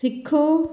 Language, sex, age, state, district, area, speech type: Punjabi, female, 45-60, Punjab, Mohali, urban, read